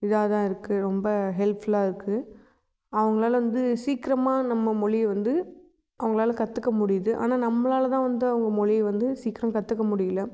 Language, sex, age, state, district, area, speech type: Tamil, female, 18-30, Tamil Nadu, Namakkal, rural, spontaneous